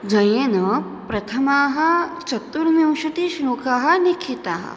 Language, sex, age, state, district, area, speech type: Sanskrit, female, 18-30, Maharashtra, Chandrapur, urban, spontaneous